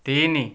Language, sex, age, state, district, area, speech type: Odia, male, 18-30, Odisha, Kandhamal, rural, read